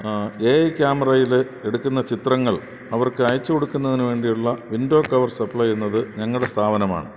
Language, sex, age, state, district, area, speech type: Malayalam, male, 60+, Kerala, Thiruvananthapuram, urban, spontaneous